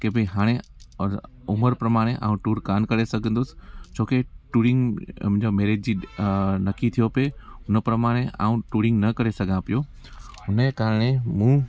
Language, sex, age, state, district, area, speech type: Sindhi, male, 30-45, Gujarat, Junagadh, rural, spontaneous